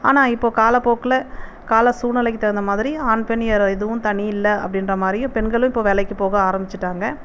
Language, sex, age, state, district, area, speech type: Tamil, female, 45-60, Tamil Nadu, Viluppuram, urban, spontaneous